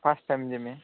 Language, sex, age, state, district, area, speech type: Odia, male, 18-30, Odisha, Nuapada, urban, conversation